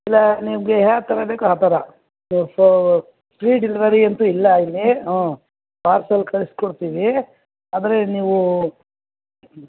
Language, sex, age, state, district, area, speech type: Kannada, female, 60+, Karnataka, Bangalore Urban, rural, conversation